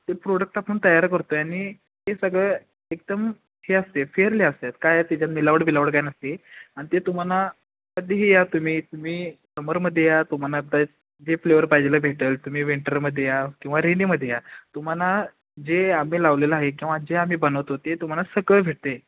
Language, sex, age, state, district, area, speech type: Marathi, male, 18-30, Maharashtra, Kolhapur, urban, conversation